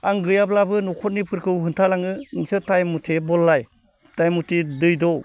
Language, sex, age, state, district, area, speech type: Bodo, male, 45-60, Assam, Baksa, urban, spontaneous